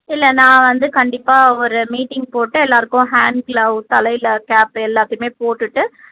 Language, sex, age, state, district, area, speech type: Tamil, female, 30-45, Tamil Nadu, Tiruvallur, urban, conversation